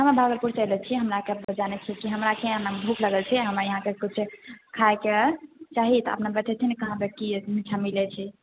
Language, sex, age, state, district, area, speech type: Maithili, female, 18-30, Bihar, Purnia, rural, conversation